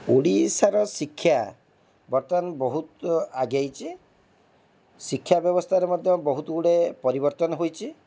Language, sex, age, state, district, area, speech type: Odia, male, 45-60, Odisha, Cuttack, urban, spontaneous